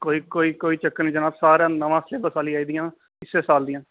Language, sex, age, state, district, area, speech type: Dogri, male, 18-30, Jammu and Kashmir, Reasi, rural, conversation